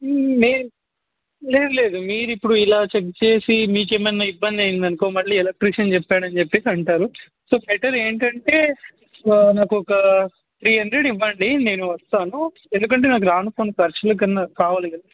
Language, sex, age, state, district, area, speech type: Telugu, male, 18-30, Telangana, Warangal, rural, conversation